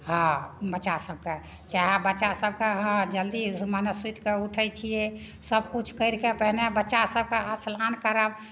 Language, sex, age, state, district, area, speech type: Maithili, female, 60+, Bihar, Madhepura, rural, spontaneous